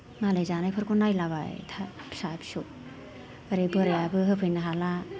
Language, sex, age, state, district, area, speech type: Bodo, female, 45-60, Assam, Kokrajhar, urban, spontaneous